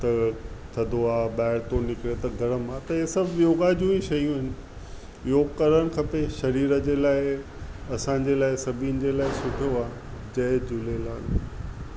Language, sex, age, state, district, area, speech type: Sindhi, male, 45-60, Maharashtra, Mumbai Suburban, urban, spontaneous